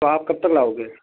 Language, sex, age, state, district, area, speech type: Urdu, male, 18-30, Uttar Pradesh, Siddharthnagar, rural, conversation